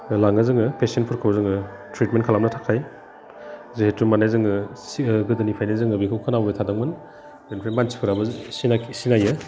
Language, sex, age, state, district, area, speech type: Bodo, male, 30-45, Assam, Udalguri, urban, spontaneous